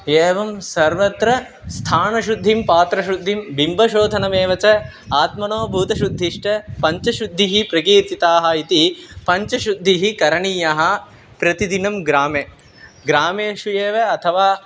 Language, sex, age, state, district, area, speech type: Sanskrit, male, 18-30, Tamil Nadu, Viluppuram, rural, spontaneous